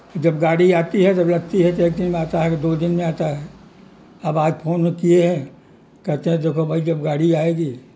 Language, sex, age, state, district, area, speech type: Urdu, male, 60+, Uttar Pradesh, Mirzapur, rural, spontaneous